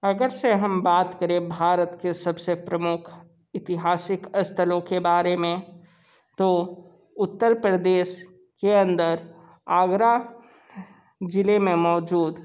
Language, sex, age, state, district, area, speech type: Hindi, male, 30-45, Uttar Pradesh, Sonbhadra, rural, spontaneous